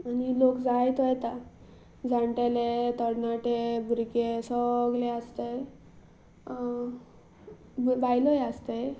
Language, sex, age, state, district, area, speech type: Goan Konkani, female, 18-30, Goa, Salcete, rural, spontaneous